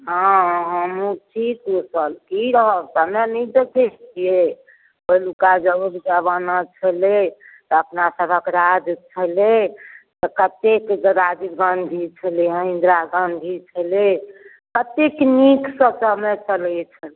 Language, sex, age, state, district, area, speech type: Maithili, female, 60+, Bihar, Darbhanga, rural, conversation